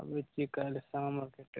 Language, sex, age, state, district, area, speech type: Maithili, male, 18-30, Bihar, Madhepura, rural, conversation